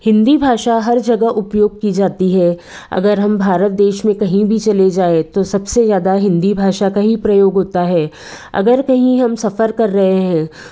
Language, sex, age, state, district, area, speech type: Hindi, female, 45-60, Madhya Pradesh, Betul, urban, spontaneous